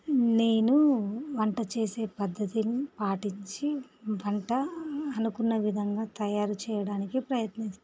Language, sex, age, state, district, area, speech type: Telugu, female, 45-60, Andhra Pradesh, Visakhapatnam, urban, spontaneous